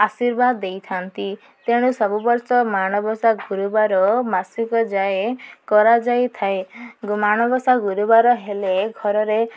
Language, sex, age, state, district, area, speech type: Odia, female, 30-45, Odisha, Koraput, urban, spontaneous